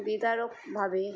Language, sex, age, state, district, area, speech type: Bengali, female, 30-45, West Bengal, Murshidabad, rural, spontaneous